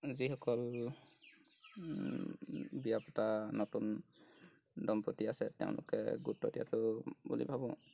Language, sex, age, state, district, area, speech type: Assamese, male, 18-30, Assam, Golaghat, rural, spontaneous